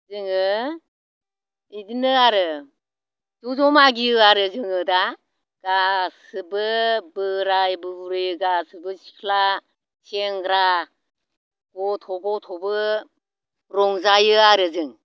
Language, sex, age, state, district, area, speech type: Bodo, female, 60+, Assam, Baksa, rural, spontaneous